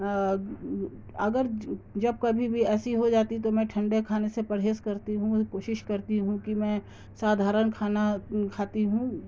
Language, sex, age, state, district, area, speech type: Urdu, female, 30-45, Bihar, Darbhanga, rural, spontaneous